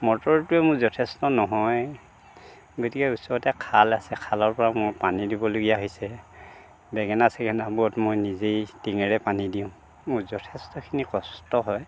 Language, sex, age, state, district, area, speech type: Assamese, male, 60+, Assam, Dhemaji, rural, spontaneous